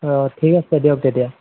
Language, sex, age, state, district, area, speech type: Assamese, male, 18-30, Assam, Majuli, urban, conversation